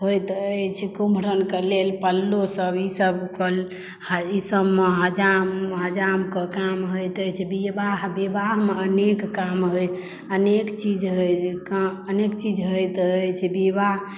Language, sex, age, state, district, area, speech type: Maithili, female, 18-30, Bihar, Madhubani, rural, spontaneous